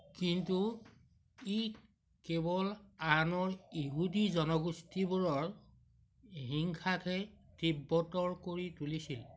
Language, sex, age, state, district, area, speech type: Assamese, male, 60+, Assam, Majuli, urban, read